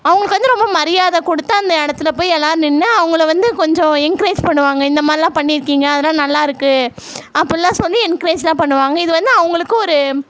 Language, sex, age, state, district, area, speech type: Tamil, female, 18-30, Tamil Nadu, Coimbatore, rural, spontaneous